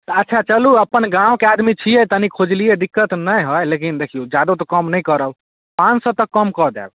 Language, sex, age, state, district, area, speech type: Maithili, male, 18-30, Bihar, Samastipur, rural, conversation